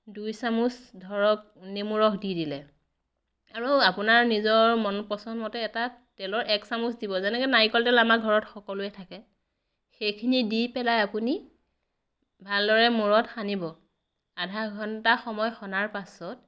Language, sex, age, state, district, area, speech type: Assamese, female, 30-45, Assam, Biswanath, rural, spontaneous